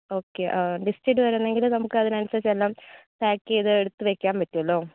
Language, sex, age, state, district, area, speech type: Malayalam, male, 30-45, Kerala, Wayanad, rural, conversation